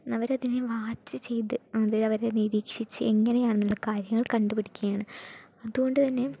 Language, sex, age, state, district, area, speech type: Malayalam, female, 18-30, Kerala, Palakkad, rural, spontaneous